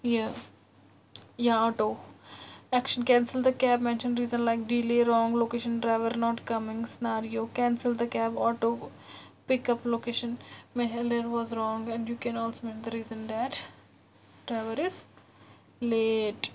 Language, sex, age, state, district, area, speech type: Kashmiri, female, 30-45, Jammu and Kashmir, Bandipora, rural, spontaneous